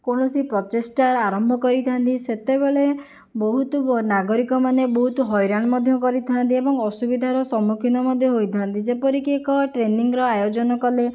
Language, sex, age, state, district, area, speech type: Odia, female, 60+, Odisha, Jajpur, rural, spontaneous